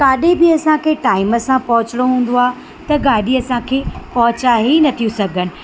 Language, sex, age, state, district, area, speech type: Sindhi, female, 30-45, Madhya Pradesh, Katni, urban, spontaneous